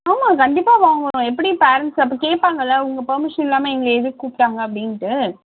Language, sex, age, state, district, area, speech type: Tamil, female, 45-60, Tamil Nadu, Kanchipuram, urban, conversation